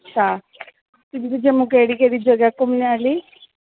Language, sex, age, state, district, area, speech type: Dogri, female, 18-30, Jammu and Kashmir, Jammu, urban, conversation